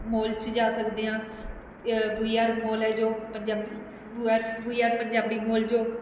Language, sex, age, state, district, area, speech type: Punjabi, female, 30-45, Punjab, Mohali, urban, spontaneous